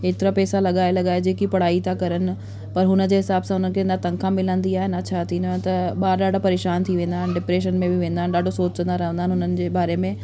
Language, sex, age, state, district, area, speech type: Sindhi, female, 30-45, Delhi, South Delhi, urban, spontaneous